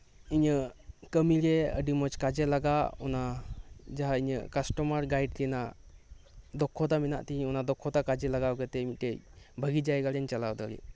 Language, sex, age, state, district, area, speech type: Santali, male, 18-30, West Bengal, Birbhum, rural, spontaneous